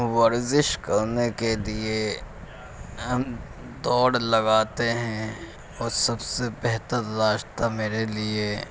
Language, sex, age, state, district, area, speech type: Urdu, male, 30-45, Uttar Pradesh, Gautam Buddha Nagar, urban, spontaneous